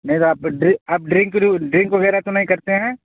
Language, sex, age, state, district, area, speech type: Urdu, male, 30-45, Uttar Pradesh, Balrampur, rural, conversation